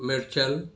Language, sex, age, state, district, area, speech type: Urdu, male, 60+, Telangana, Hyderabad, urban, spontaneous